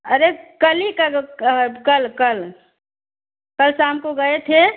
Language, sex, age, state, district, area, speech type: Hindi, female, 45-60, Uttar Pradesh, Bhadohi, urban, conversation